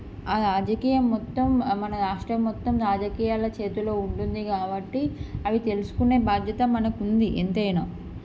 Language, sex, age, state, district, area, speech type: Telugu, female, 30-45, Andhra Pradesh, Srikakulam, urban, spontaneous